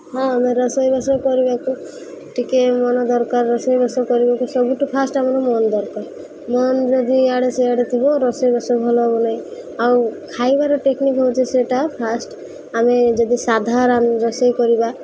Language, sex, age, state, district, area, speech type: Odia, female, 18-30, Odisha, Malkangiri, urban, spontaneous